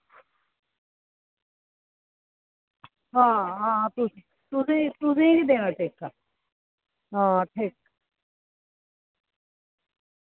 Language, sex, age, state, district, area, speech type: Dogri, female, 60+, Jammu and Kashmir, Reasi, rural, conversation